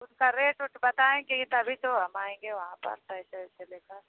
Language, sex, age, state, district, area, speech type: Hindi, female, 60+, Uttar Pradesh, Mau, rural, conversation